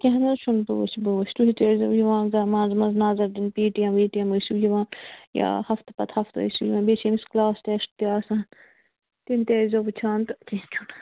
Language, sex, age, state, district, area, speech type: Kashmiri, female, 45-60, Jammu and Kashmir, Bandipora, rural, conversation